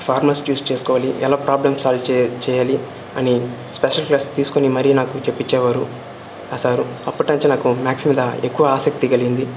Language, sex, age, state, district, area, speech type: Telugu, male, 18-30, Andhra Pradesh, Sri Balaji, rural, spontaneous